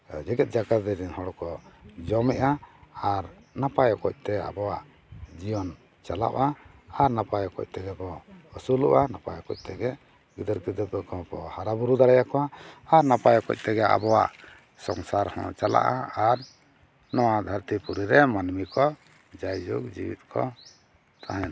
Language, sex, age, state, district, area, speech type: Santali, male, 45-60, Jharkhand, East Singhbhum, rural, spontaneous